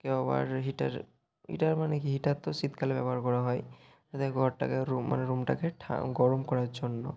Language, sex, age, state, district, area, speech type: Bengali, male, 18-30, West Bengal, Hooghly, urban, spontaneous